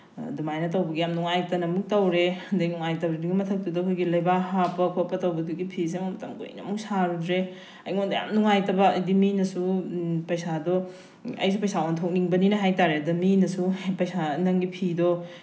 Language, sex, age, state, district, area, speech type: Manipuri, female, 30-45, Manipur, Bishnupur, rural, spontaneous